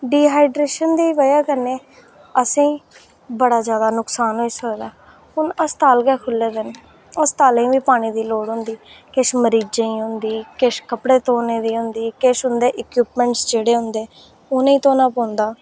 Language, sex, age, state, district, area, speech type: Dogri, female, 18-30, Jammu and Kashmir, Reasi, rural, spontaneous